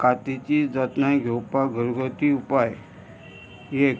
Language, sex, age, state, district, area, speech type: Goan Konkani, male, 45-60, Goa, Murmgao, rural, spontaneous